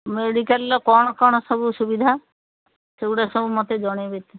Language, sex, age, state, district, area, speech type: Odia, female, 60+, Odisha, Sambalpur, rural, conversation